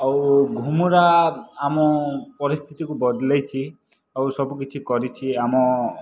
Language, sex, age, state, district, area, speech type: Odia, male, 18-30, Odisha, Kalahandi, rural, spontaneous